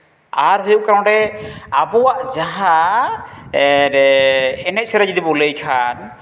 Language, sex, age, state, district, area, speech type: Santali, male, 30-45, West Bengal, Jhargram, rural, spontaneous